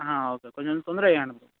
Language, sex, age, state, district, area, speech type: Telugu, male, 18-30, Telangana, Mancherial, rural, conversation